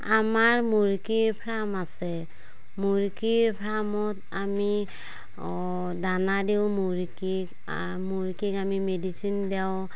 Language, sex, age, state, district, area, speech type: Assamese, female, 45-60, Assam, Darrang, rural, spontaneous